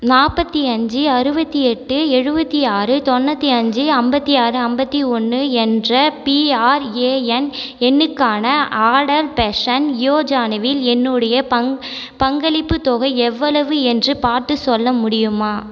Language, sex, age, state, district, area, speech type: Tamil, female, 18-30, Tamil Nadu, Cuddalore, rural, read